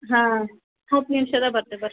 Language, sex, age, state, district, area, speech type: Kannada, female, 18-30, Karnataka, Bidar, urban, conversation